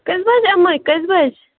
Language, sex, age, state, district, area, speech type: Kashmiri, female, 18-30, Jammu and Kashmir, Bandipora, rural, conversation